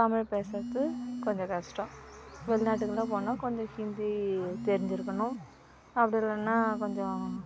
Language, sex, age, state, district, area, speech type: Tamil, female, 45-60, Tamil Nadu, Kallakurichi, urban, spontaneous